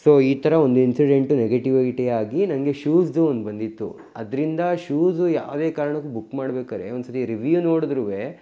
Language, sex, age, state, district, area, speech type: Kannada, male, 18-30, Karnataka, Mysore, rural, spontaneous